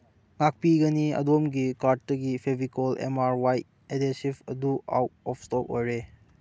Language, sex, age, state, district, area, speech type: Manipuri, male, 18-30, Manipur, Churachandpur, rural, read